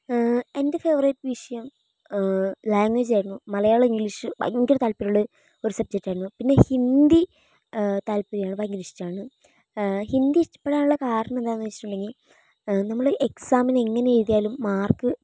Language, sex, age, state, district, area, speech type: Malayalam, female, 18-30, Kerala, Wayanad, rural, spontaneous